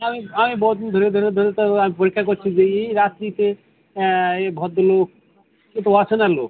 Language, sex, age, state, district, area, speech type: Bengali, male, 45-60, West Bengal, Birbhum, urban, conversation